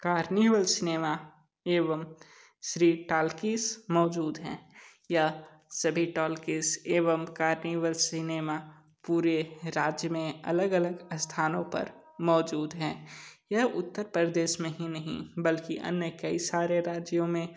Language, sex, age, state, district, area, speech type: Hindi, male, 30-45, Uttar Pradesh, Sonbhadra, rural, spontaneous